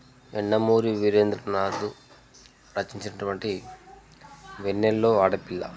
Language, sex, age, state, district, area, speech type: Telugu, male, 30-45, Telangana, Jangaon, rural, spontaneous